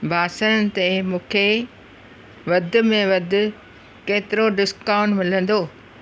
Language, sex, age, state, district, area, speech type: Sindhi, female, 45-60, Maharashtra, Thane, urban, read